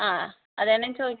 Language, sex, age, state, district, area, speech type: Malayalam, female, 45-60, Kerala, Kozhikode, urban, conversation